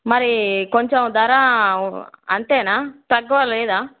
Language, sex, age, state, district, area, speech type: Telugu, female, 18-30, Telangana, Peddapalli, rural, conversation